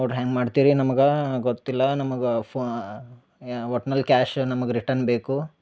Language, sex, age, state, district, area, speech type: Kannada, male, 18-30, Karnataka, Bidar, urban, spontaneous